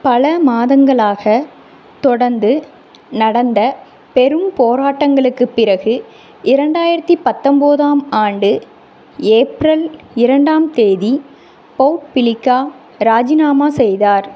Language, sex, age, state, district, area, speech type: Tamil, female, 30-45, Tamil Nadu, Tirunelveli, urban, read